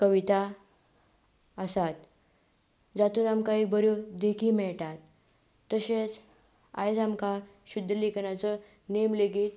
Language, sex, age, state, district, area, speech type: Goan Konkani, female, 18-30, Goa, Tiswadi, rural, spontaneous